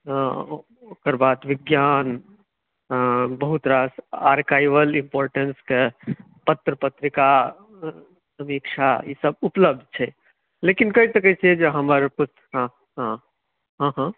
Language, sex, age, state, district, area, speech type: Maithili, male, 30-45, Bihar, Madhubani, rural, conversation